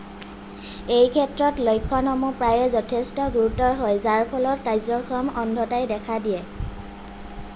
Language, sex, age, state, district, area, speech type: Assamese, female, 18-30, Assam, Lakhimpur, rural, read